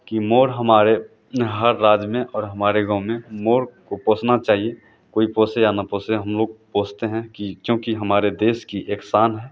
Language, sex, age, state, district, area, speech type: Hindi, male, 30-45, Bihar, Madhepura, rural, spontaneous